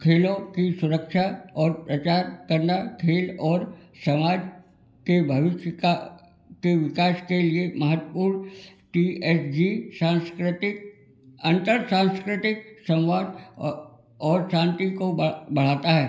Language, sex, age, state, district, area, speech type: Hindi, male, 60+, Madhya Pradesh, Gwalior, rural, spontaneous